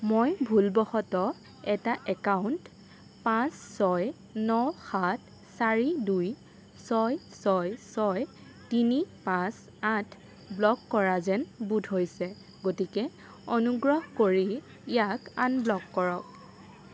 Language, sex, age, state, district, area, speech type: Assamese, female, 18-30, Assam, Sonitpur, rural, read